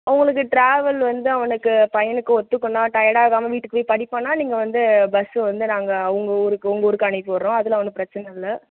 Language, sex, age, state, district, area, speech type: Tamil, female, 18-30, Tamil Nadu, Cuddalore, rural, conversation